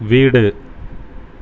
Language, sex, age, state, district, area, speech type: Tamil, male, 30-45, Tamil Nadu, Erode, rural, read